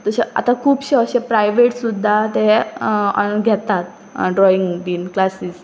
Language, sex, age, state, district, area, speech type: Goan Konkani, female, 18-30, Goa, Pernem, rural, spontaneous